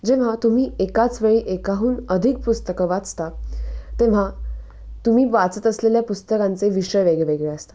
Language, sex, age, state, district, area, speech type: Marathi, female, 18-30, Maharashtra, Nashik, urban, spontaneous